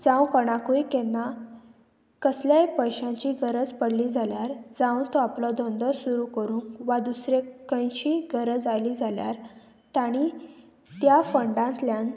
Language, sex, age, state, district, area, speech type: Goan Konkani, female, 18-30, Goa, Murmgao, rural, spontaneous